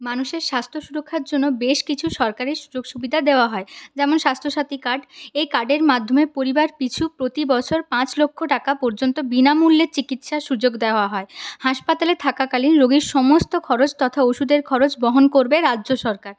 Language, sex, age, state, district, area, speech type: Bengali, female, 30-45, West Bengal, Purulia, urban, spontaneous